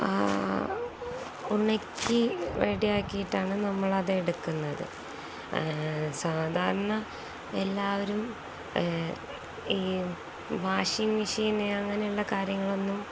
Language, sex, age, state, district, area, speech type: Malayalam, female, 30-45, Kerala, Kozhikode, rural, spontaneous